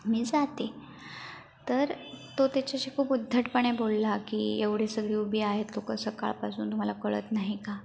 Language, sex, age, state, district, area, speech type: Marathi, female, 18-30, Maharashtra, Sindhudurg, rural, spontaneous